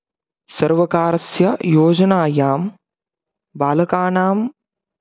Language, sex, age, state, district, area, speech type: Sanskrit, male, 18-30, Maharashtra, Satara, rural, spontaneous